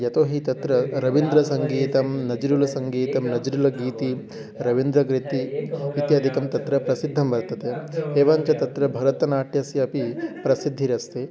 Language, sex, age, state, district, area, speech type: Sanskrit, male, 18-30, West Bengal, North 24 Parganas, rural, spontaneous